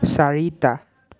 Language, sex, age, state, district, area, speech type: Assamese, male, 18-30, Assam, Sonitpur, rural, read